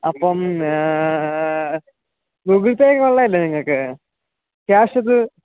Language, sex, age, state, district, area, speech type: Malayalam, male, 30-45, Kerala, Alappuzha, rural, conversation